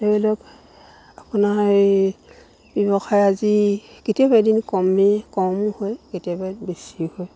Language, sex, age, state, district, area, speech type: Assamese, female, 60+, Assam, Dibrugarh, rural, spontaneous